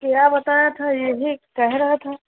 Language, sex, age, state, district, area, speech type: Urdu, female, 30-45, Delhi, New Delhi, urban, conversation